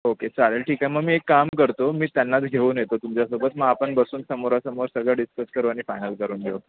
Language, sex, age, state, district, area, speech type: Marathi, male, 18-30, Maharashtra, Mumbai Suburban, urban, conversation